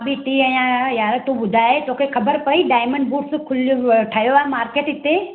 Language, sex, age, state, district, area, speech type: Sindhi, female, 30-45, Gujarat, Surat, urban, conversation